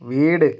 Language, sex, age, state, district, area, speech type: Malayalam, male, 60+, Kerala, Kozhikode, urban, read